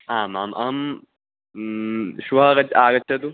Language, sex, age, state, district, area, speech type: Sanskrit, male, 18-30, Maharashtra, Nagpur, urban, conversation